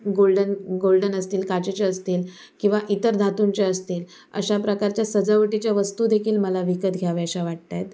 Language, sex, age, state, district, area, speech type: Marathi, female, 18-30, Maharashtra, Sindhudurg, rural, spontaneous